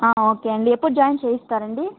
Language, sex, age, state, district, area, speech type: Telugu, female, 18-30, Andhra Pradesh, Nellore, rural, conversation